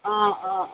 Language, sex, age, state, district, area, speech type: Assamese, female, 45-60, Assam, Dibrugarh, rural, conversation